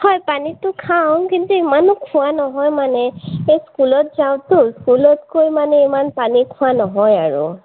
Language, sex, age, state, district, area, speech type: Assamese, female, 18-30, Assam, Sonitpur, rural, conversation